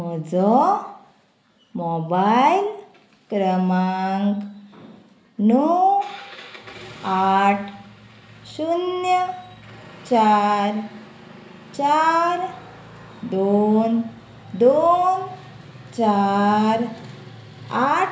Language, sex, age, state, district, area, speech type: Goan Konkani, female, 30-45, Goa, Murmgao, urban, read